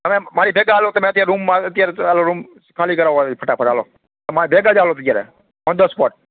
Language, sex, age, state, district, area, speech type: Gujarati, male, 45-60, Gujarat, Rajkot, rural, conversation